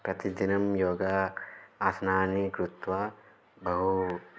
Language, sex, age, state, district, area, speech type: Sanskrit, male, 18-30, Telangana, Karimnagar, urban, spontaneous